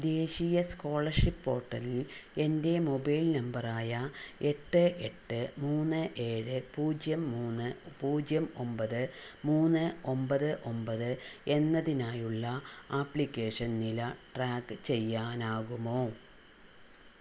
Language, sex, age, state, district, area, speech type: Malayalam, female, 60+, Kerala, Palakkad, rural, read